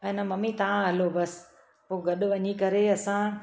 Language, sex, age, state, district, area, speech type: Sindhi, female, 45-60, Gujarat, Surat, urban, spontaneous